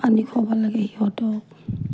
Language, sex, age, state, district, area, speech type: Assamese, female, 60+, Assam, Morigaon, rural, spontaneous